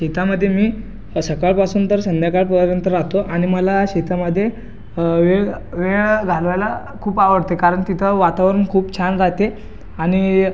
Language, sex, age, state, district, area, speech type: Marathi, male, 18-30, Maharashtra, Buldhana, urban, spontaneous